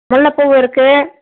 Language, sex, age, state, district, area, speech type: Tamil, female, 60+, Tamil Nadu, Erode, urban, conversation